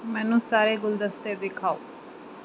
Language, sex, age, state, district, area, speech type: Punjabi, female, 18-30, Punjab, Mansa, urban, read